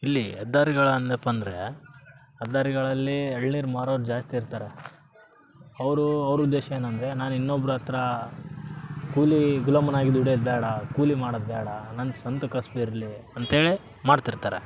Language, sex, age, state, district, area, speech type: Kannada, male, 18-30, Karnataka, Vijayanagara, rural, spontaneous